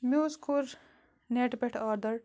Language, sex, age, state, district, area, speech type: Kashmiri, female, 30-45, Jammu and Kashmir, Bandipora, rural, spontaneous